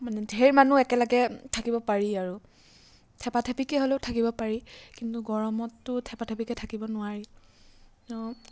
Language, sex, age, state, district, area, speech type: Assamese, female, 18-30, Assam, Sivasagar, rural, spontaneous